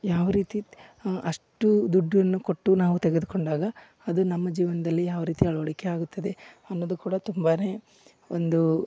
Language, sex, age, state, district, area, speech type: Kannada, male, 18-30, Karnataka, Koppal, urban, spontaneous